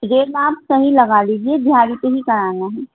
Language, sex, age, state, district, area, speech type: Urdu, female, 45-60, Delhi, North East Delhi, urban, conversation